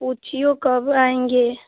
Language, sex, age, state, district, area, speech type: Hindi, female, 18-30, Bihar, Samastipur, rural, conversation